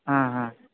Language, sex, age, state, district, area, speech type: Kannada, male, 18-30, Karnataka, Gadag, rural, conversation